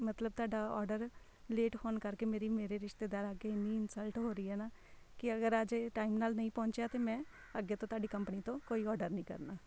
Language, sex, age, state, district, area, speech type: Punjabi, female, 30-45, Punjab, Shaheed Bhagat Singh Nagar, urban, spontaneous